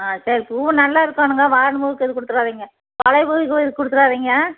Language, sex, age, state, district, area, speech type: Tamil, female, 60+, Tamil Nadu, Erode, rural, conversation